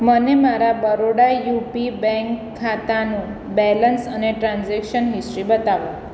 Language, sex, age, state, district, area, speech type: Gujarati, female, 45-60, Gujarat, Surat, urban, read